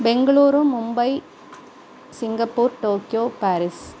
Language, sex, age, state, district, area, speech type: Sanskrit, female, 45-60, Tamil Nadu, Coimbatore, urban, spontaneous